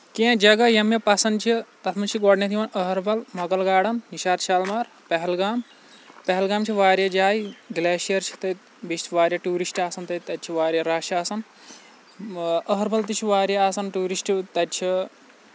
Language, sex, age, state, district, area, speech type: Kashmiri, male, 45-60, Jammu and Kashmir, Kulgam, rural, spontaneous